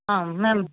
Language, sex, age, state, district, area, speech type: Tamil, female, 30-45, Tamil Nadu, Chennai, urban, conversation